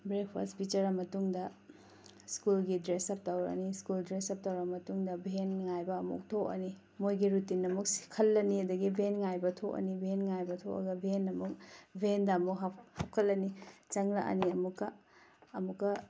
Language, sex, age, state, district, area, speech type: Manipuri, female, 45-60, Manipur, Tengnoupal, rural, spontaneous